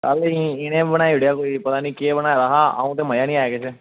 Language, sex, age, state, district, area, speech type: Dogri, male, 18-30, Jammu and Kashmir, Kathua, rural, conversation